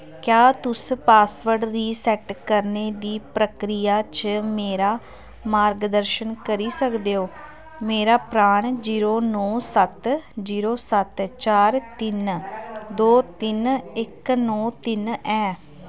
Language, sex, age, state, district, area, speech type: Dogri, female, 18-30, Jammu and Kashmir, Kathua, rural, read